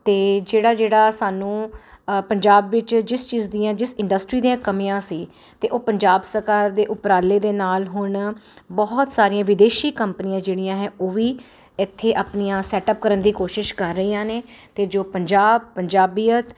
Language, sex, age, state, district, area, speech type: Punjabi, female, 45-60, Punjab, Ludhiana, urban, spontaneous